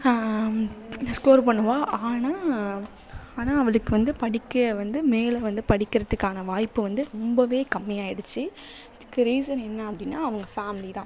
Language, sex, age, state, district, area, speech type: Tamil, female, 30-45, Tamil Nadu, Thanjavur, urban, spontaneous